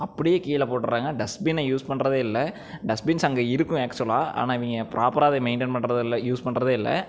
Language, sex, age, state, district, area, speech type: Tamil, male, 18-30, Tamil Nadu, Erode, urban, spontaneous